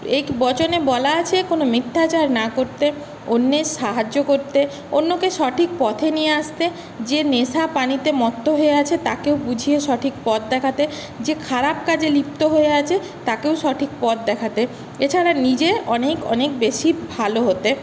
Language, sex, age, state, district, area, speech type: Bengali, female, 30-45, West Bengal, Paschim Medinipur, urban, spontaneous